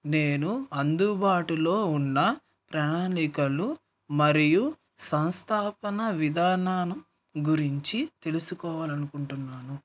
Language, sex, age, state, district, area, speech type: Telugu, male, 18-30, Andhra Pradesh, Nellore, rural, read